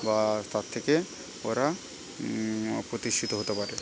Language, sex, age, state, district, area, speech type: Bengali, male, 18-30, West Bengal, Paschim Medinipur, rural, spontaneous